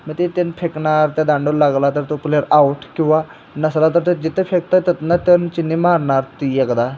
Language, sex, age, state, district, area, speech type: Marathi, male, 18-30, Maharashtra, Sangli, urban, spontaneous